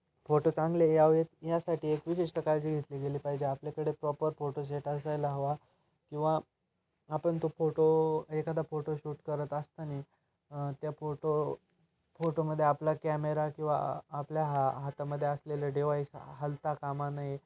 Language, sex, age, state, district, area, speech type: Marathi, male, 18-30, Maharashtra, Ahmednagar, rural, spontaneous